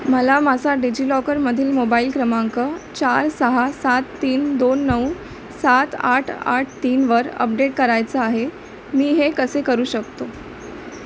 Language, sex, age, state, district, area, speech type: Marathi, female, 18-30, Maharashtra, Mumbai Suburban, urban, read